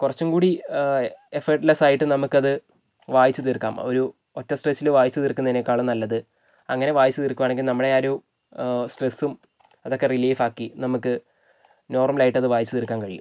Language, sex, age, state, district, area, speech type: Malayalam, male, 45-60, Kerala, Wayanad, rural, spontaneous